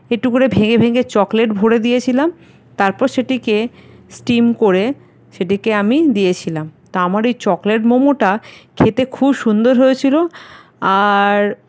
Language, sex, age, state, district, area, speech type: Bengali, female, 45-60, West Bengal, Paschim Bardhaman, rural, spontaneous